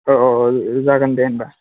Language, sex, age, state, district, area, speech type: Bodo, male, 18-30, Assam, Kokrajhar, rural, conversation